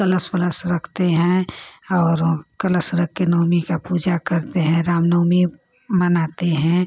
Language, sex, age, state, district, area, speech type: Hindi, female, 30-45, Uttar Pradesh, Ghazipur, rural, spontaneous